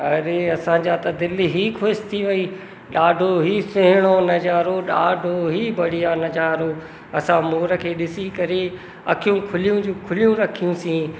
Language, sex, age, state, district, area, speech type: Sindhi, male, 30-45, Madhya Pradesh, Katni, rural, spontaneous